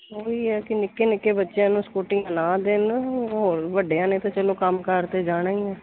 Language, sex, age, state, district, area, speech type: Punjabi, female, 30-45, Punjab, Kapurthala, urban, conversation